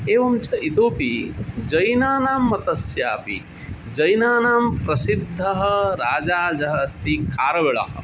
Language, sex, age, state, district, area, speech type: Sanskrit, male, 45-60, Odisha, Cuttack, rural, spontaneous